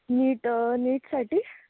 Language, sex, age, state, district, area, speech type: Marathi, female, 18-30, Maharashtra, Nagpur, urban, conversation